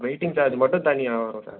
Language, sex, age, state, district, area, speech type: Tamil, male, 18-30, Tamil Nadu, Tiruchirappalli, urban, conversation